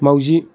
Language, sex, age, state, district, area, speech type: Bodo, male, 30-45, Assam, Kokrajhar, rural, read